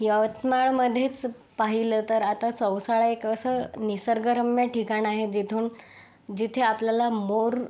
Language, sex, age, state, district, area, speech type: Marathi, female, 18-30, Maharashtra, Yavatmal, urban, spontaneous